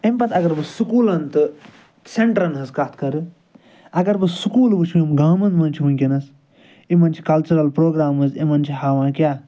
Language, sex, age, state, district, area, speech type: Kashmiri, male, 45-60, Jammu and Kashmir, Srinagar, rural, spontaneous